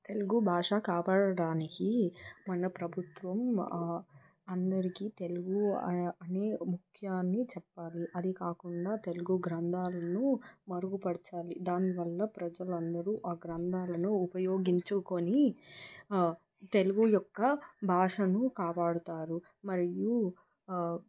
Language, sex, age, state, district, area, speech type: Telugu, female, 18-30, Telangana, Hyderabad, urban, spontaneous